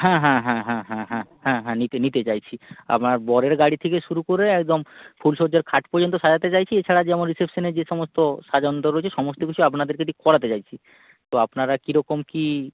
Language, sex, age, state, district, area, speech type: Bengali, male, 18-30, West Bengal, North 24 Parganas, rural, conversation